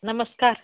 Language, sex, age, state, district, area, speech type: Marathi, female, 30-45, Maharashtra, Hingoli, urban, conversation